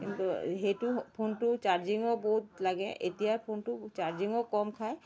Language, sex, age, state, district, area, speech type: Assamese, female, 45-60, Assam, Dibrugarh, rural, spontaneous